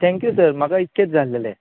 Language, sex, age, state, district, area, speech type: Goan Konkani, male, 18-30, Goa, Bardez, urban, conversation